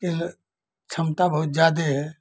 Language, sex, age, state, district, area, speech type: Hindi, male, 60+, Uttar Pradesh, Azamgarh, urban, spontaneous